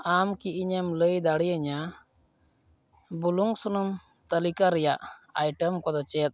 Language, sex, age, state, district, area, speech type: Santali, male, 30-45, Jharkhand, East Singhbhum, rural, read